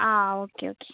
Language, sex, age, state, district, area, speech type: Malayalam, female, 45-60, Kerala, Kozhikode, urban, conversation